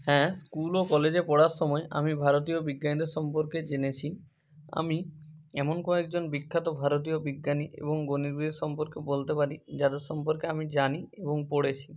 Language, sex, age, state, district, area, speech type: Bengali, male, 30-45, West Bengal, Bankura, urban, spontaneous